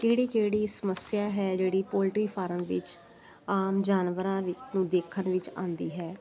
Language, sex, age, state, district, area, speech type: Punjabi, female, 45-60, Punjab, Jalandhar, urban, spontaneous